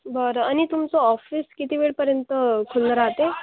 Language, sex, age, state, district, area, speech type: Marathi, female, 30-45, Maharashtra, Akola, rural, conversation